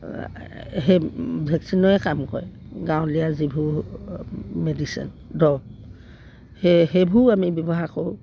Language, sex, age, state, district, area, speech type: Assamese, female, 60+, Assam, Dibrugarh, rural, spontaneous